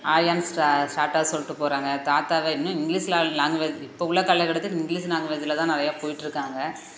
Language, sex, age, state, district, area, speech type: Tamil, female, 30-45, Tamil Nadu, Perambalur, rural, spontaneous